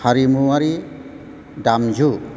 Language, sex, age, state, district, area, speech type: Bodo, male, 45-60, Assam, Chirang, urban, spontaneous